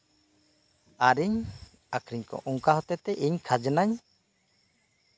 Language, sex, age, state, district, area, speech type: Santali, male, 30-45, West Bengal, Birbhum, rural, spontaneous